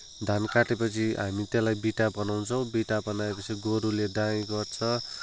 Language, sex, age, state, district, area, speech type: Nepali, male, 18-30, West Bengal, Kalimpong, rural, spontaneous